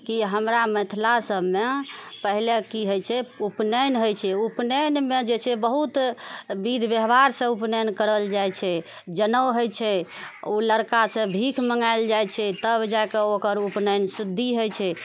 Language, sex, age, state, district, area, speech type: Maithili, female, 45-60, Bihar, Purnia, rural, spontaneous